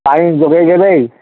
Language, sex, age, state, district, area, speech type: Odia, male, 60+, Odisha, Gajapati, rural, conversation